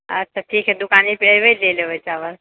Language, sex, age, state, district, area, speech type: Maithili, female, 30-45, Bihar, Purnia, rural, conversation